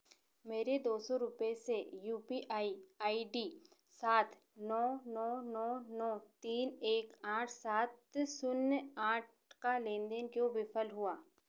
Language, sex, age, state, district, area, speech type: Hindi, female, 30-45, Madhya Pradesh, Chhindwara, urban, read